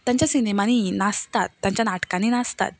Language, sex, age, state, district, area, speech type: Goan Konkani, female, 18-30, Goa, Canacona, rural, spontaneous